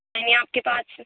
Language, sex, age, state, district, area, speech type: Urdu, female, 18-30, Delhi, Central Delhi, urban, conversation